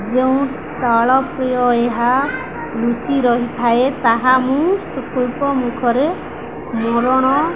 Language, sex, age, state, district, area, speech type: Odia, female, 18-30, Odisha, Nuapada, urban, spontaneous